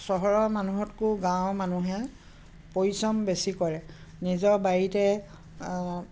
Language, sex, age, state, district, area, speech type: Assamese, female, 60+, Assam, Dhemaji, rural, spontaneous